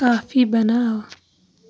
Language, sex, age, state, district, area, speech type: Kashmiri, female, 30-45, Jammu and Kashmir, Shopian, rural, read